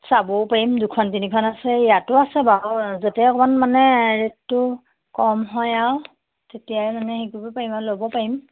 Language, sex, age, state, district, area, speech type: Assamese, female, 30-45, Assam, Majuli, urban, conversation